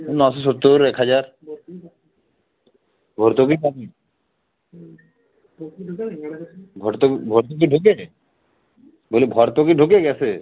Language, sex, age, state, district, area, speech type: Bengali, male, 18-30, West Bengal, Uttar Dinajpur, urban, conversation